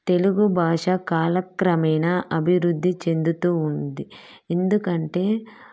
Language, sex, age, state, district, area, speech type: Telugu, female, 30-45, Telangana, Peddapalli, rural, spontaneous